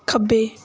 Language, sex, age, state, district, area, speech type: Punjabi, female, 18-30, Punjab, Gurdaspur, rural, read